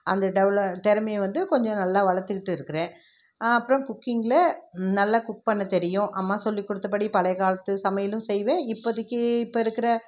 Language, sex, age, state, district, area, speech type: Tamil, female, 60+, Tamil Nadu, Krishnagiri, rural, spontaneous